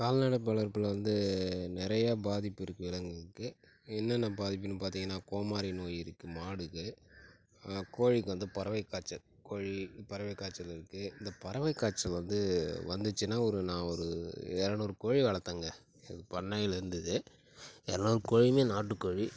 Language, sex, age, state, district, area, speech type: Tamil, male, 30-45, Tamil Nadu, Tiruchirappalli, rural, spontaneous